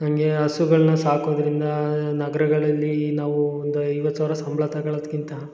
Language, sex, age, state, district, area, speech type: Kannada, male, 18-30, Karnataka, Hassan, rural, spontaneous